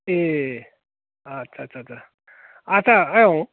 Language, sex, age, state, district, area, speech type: Bodo, male, 45-60, Assam, Kokrajhar, rural, conversation